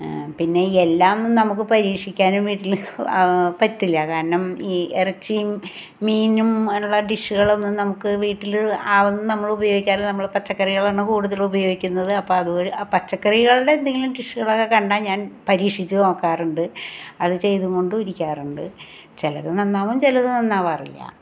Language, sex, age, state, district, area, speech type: Malayalam, female, 60+, Kerala, Ernakulam, rural, spontaneous